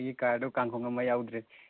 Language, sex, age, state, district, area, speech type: Manipuri, male, 30-45, Manipur, Chandel, rural, conversation